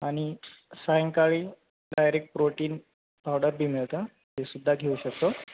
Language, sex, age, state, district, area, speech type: Marathi, male, 30-45, Maharashtra, Nanded, rural, conversation